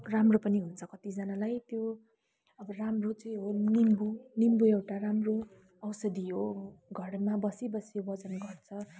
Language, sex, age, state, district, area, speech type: Nepali, female, 18-30, West Bengal, Kalimpong, rural, spontaneous